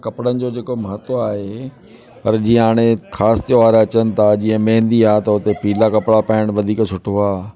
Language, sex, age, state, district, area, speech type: Sindhi, male, 60+, Delhi, South Delhi, urban, spontaneous